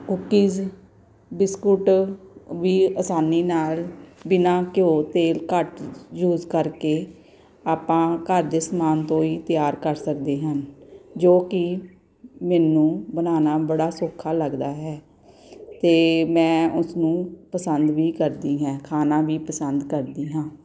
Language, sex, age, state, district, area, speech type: Punjabi, female, 45-60, Punjab, Gurdaspur, urban, spontaneous